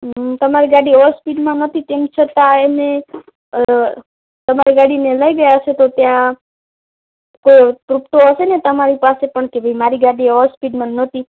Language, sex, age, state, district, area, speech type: Gujarati, female, 30-45, Gujarat, Kutch, rural, conversation